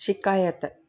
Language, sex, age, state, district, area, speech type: Sindhi, female, 30-45, Gujarat, Surat, urban, read